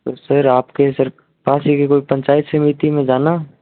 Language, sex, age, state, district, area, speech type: Hindi, male, 18-30, Rajasthan, Nagaur, rural, conversation